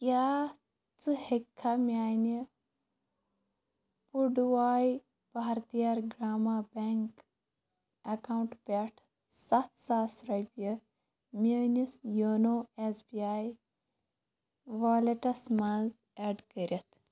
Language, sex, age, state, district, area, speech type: Kashmiri, female, 18-30, Jammu and Kashmir, Shopian, urban, read